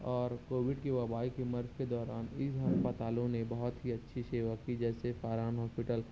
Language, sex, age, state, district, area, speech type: Urdu, male, 18-30, Maharashtra, Nashik, rural, spontaneous